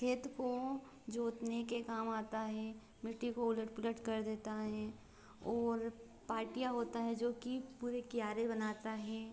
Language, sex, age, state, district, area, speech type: Hindi, female, 18-30, Madhya Pradesh, Ujjain, urban, spontaneous